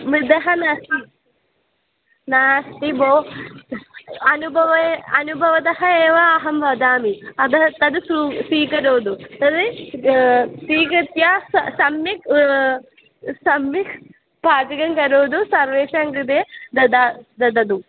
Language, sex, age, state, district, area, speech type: Sanskrit, female, 18-30, Kerala, Kannur, urban, conversation